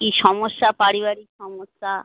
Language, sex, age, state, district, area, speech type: Bengali, female, 30-45, West Bengal, North 24 Parganas, urban, conversation